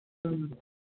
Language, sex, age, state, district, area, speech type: Manipuri, female, 45-60, Manipur, Kangpokpi, urban, conversation